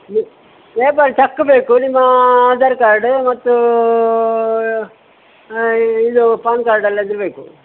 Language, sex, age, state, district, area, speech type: Kannada, male, 45-60, Karnataka, Dakshina Kannada, rural, conversation